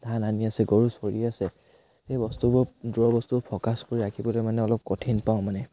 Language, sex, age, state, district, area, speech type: Assamese, male, 18-30, Assam, Sivasagar, rural, spontaneous